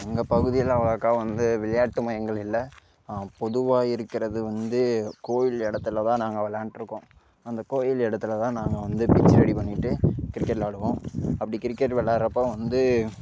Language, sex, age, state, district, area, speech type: Tamil, male, 18-30, Tamil Nadu, Karur, rural, spontaneous